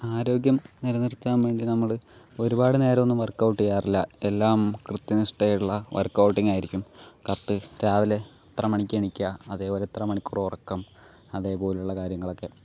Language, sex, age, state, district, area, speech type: Malayalam, male, 45-60, Kerala, Palakkad, rural, spontaneous